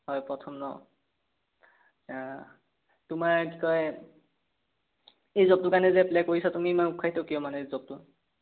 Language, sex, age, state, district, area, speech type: Assamese, male, 18-30, Assam, Sonitpur, rural, conversation